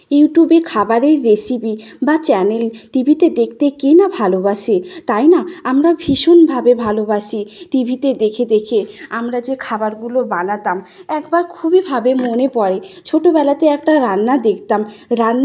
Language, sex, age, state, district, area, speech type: Bengali, female, 45-60, West Bengal, Nadia, rural, spontaneous